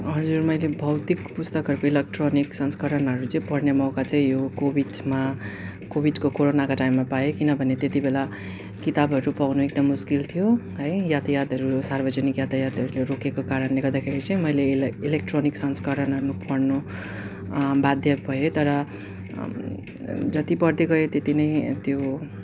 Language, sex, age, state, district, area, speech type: Nepali, male, 18-30, West Bengal, Darjeeling, rural, spontaneous